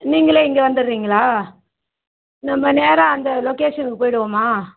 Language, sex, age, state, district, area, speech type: Tamil, female, 30-45, Tamil Nadu, Madurai, urban, conversation